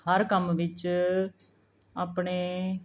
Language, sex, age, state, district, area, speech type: Punjabi, female, 45-60, Punjab, Mohali, urban, spontaneous